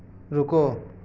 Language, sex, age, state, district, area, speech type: Hindi, male, 45-60, Uttar Pradesh, Pratapgarh, rural, read